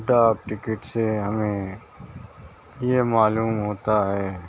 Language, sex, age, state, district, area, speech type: Urdu, male, 30-45, Telangana, Hyderabad, urban, spontaneous